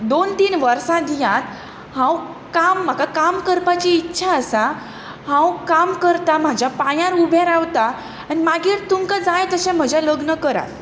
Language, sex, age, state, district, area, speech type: Goan Konkani, female, 18-30, Goa, Tiswadi, rural, spontaneous